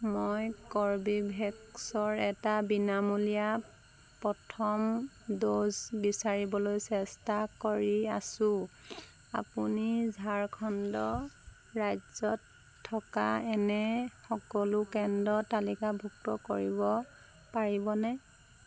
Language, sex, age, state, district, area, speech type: Assamese, female, 30-45, Assam, Sivasagar, rural, read